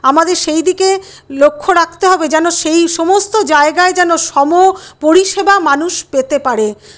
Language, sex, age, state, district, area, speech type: Bengali, female, 60+, West Bengal, Paschim Bardhaman, urban, spontaneous